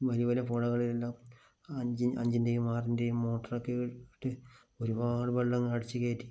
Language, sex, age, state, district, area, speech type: Malayalam, male, 45-60, Kerala, Kasaragod, rural, spontaneous